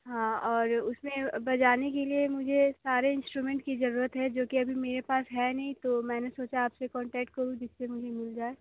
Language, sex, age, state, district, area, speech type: Hindi, female, 18-30, Uttar Pradesh, Sonbhadra, rural, conversation